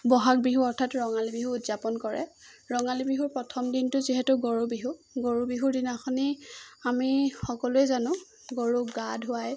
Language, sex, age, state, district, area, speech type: Assamese, female, 18-30, Assam, Jorhat, urban, spontaneous